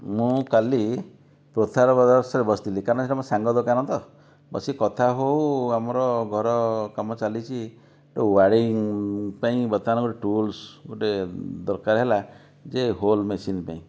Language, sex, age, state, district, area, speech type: Odia, male, 45-60, Odisha, Dhenkanal, rural, spontaneous